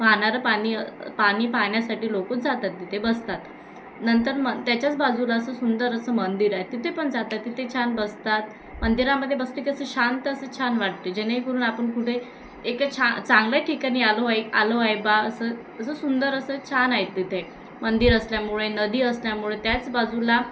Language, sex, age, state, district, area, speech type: Marathi, female, 18-30, Maharashtra, Thane, urban, spontaneous